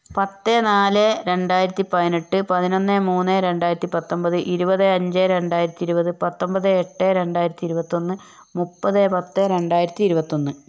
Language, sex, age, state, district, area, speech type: Malayalam, female, 45-60, Kerala, Wayanad, rural, spontaneous